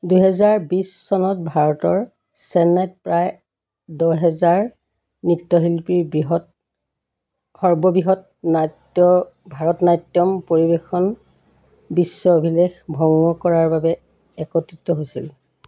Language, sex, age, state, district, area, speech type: Assamese, female, 45-60, Assam, Golaghat, urban, read